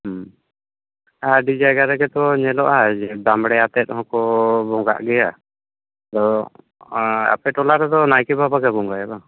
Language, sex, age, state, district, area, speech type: Santali, male, 30-45, West Bengal, Jhargram, rural, conversation